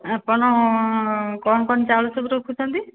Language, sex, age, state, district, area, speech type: Odia, female, 60+, Odisha, Dhenkanal, rural, conversation